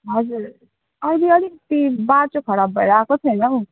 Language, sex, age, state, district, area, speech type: Nepali, female, 18-30, West Bengal, Darjeeling, rural, conversation